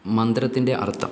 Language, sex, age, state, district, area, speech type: Malayalam, male, 18-30, Kerala, Kannur, rural, spontaneous